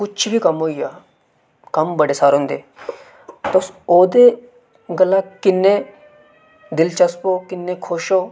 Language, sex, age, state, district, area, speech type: Dogri, male, 18-30, Jammu and Kashmir, Reasi, urban, spontaneous